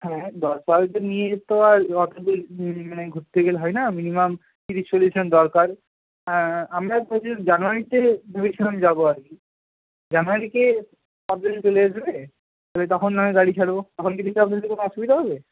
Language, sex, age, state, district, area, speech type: Bengali, male, 18-30, West Bengal, Purba Medinipur, rural, conversation